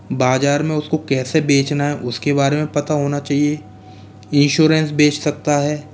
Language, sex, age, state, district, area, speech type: Hindi, male, 60+, Rajasthan, Jaipur, urban, spontaneous